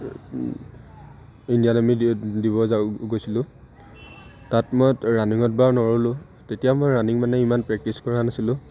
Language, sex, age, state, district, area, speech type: Assamese, male, 18-30, Assam, Lakhimpur, urban, spontaneous